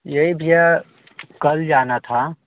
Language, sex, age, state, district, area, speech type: Hindi, male, 18-30, Uttar Pradesh, Varanasi, rural, conversation